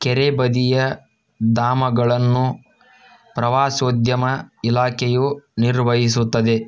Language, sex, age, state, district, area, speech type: Kannada, male, 30-45, Karnataka, Tumkur, rural, read